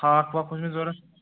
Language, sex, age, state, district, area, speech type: Kashmiri, male, 18-30, Jammu and Kashmir, Pulwama, rural, conversation